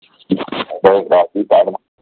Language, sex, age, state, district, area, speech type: Manipuri, male, 30-45, Manipur, Kangpokpi, urban, conversation